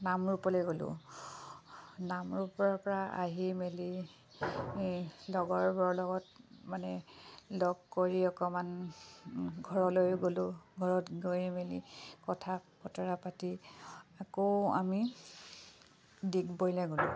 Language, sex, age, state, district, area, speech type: Assamese, female, 30-45, Assam, Kamrup Metropolitan, urban, spontaneous